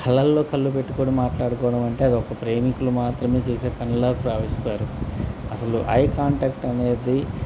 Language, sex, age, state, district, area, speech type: Telugu, male, 30-45, Andhra Pradesh, Anakapalli, rural, spontaneous